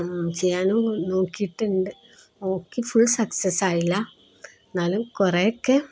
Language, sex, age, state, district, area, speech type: Malayalam, female, 30-45, Kerala, Kozhikode, rural, spontaneous